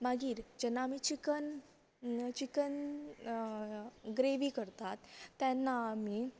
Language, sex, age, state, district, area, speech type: Goan Konkani, female, 18-30, Goa, Canacona, rural, spontaneous